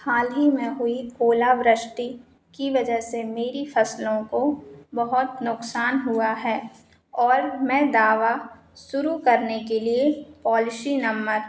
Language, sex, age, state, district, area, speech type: Hindi, female, 18-30, Madhya Pradesh, Narsinghpur, rural, read